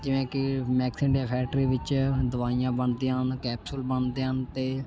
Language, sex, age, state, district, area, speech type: Punjabi, male, 18-30, Punjab, Shaheed Bhagat Singh Nagar, rural, spontaneous